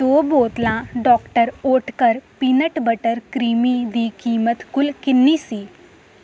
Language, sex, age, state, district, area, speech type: Punjabi, female, 18-30, Punjab, Hoshiarpur, rural, read